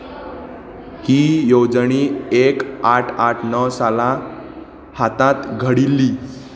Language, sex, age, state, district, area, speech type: Goan Konkani, male, 18-30, Goa, Salcete, urban, read